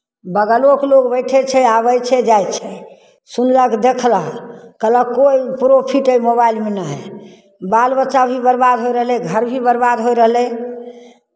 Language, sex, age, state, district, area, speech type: Maithili, female, 60+, Bihar, Begusarai, rural, spontaneous